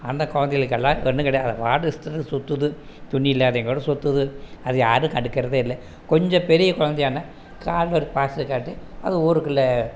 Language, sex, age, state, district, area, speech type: Tamil, male, 60+, Tamil Nadu, Erode, rural, spontaneous